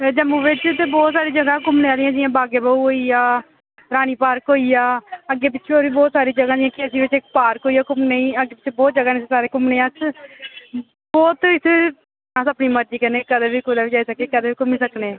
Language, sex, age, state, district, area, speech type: Dogri, female, 18-30, Jammu and Kashmir, Jammu, rural, conversation